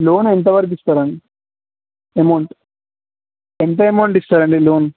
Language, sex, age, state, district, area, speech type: Telugu, male, 30-45, Telangana, Kamareddy, urban, conversation